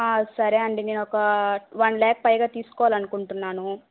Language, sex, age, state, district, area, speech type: Telugu, female, 18-30, Andhra Pradesh, Kadapa, rural, conversation